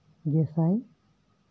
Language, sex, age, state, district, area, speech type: Santali, male, 18-30, West Bengal, Bankura, rural, spontaneous